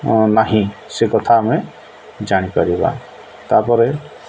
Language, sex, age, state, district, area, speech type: Odia, male, 45-60, Odisha, Nabarangpur, urban, spontaneous